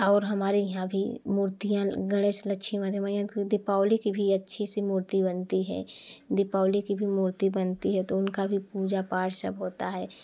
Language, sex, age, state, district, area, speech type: Hindi, female, 18-30, Uttar Pradesh, Prayagraj, rural, spontaneous